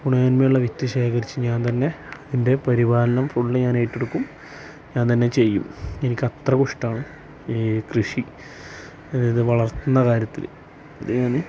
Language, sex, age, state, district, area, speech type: Malayalam, male, 30-45, Kerala, Malappuram, rural, spontaneous